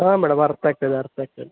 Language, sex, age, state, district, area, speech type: Kannada, male, 30-45, Karnataka, Kolar, rural, conversation